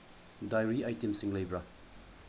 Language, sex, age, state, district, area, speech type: Manipuri, male, 30-45, Manipur, Bishnupur, rural, read